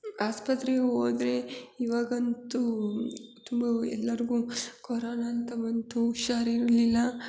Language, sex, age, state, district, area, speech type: Kannada, female, 30-45, Karnataka, Hassan, urban, spontaneous